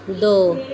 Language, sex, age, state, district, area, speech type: Punjabi, female, 30-45, Punjab, Pathankot, rural, read